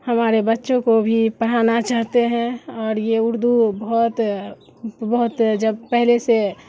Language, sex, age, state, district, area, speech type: Urdu, female, 60+, Bihar, Khagaria, rural, spontaneous